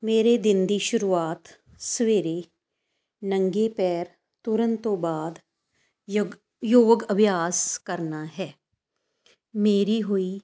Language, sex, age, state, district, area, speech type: Punjabi, female, 45-60, Punjab, Fazilka, rural, spontaneous